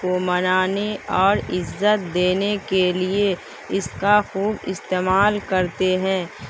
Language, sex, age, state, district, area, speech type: Urdu, female, 18-30, Bihar, Saharsa, rural, spontaneous